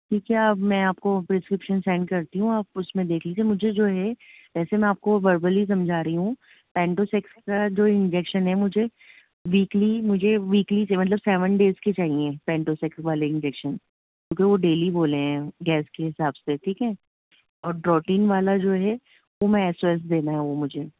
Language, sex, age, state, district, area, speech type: Urdu, female, 30-45, Delhi, North East Delhi, urban, conversation